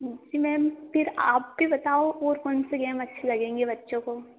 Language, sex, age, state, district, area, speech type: Hindi, female, 18-30, Madhya Pradesh, Harda, urban, conversation